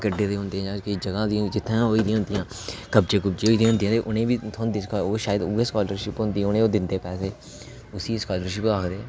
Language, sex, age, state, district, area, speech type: Dogri, male, 18-30, Jammu and Kashmir, Reasi, rural, spontaneous